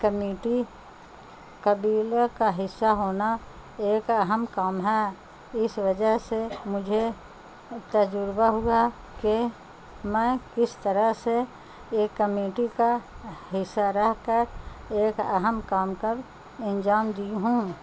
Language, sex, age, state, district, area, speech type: Urdu, female, 60+, Bihar, Gaya, urban, spontaneous